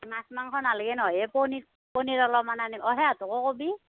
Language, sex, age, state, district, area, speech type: Assamese, female, 30-45, Assam, Darrang, rural, conversation